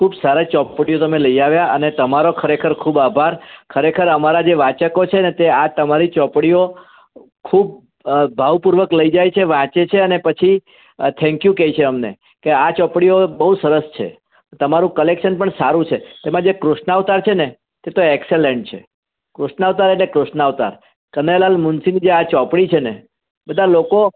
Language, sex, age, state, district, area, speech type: Gujarati, male, 60+, Gujarat, Surat, urban, conversation